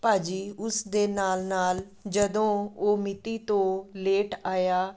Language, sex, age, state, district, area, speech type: Punjabi, female, 30-45, Punjab, Amritsar, rural, spontaneous